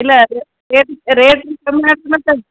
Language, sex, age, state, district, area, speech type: Kannada, female, 45-60, Karnataka, Gulbarga, urban, conversation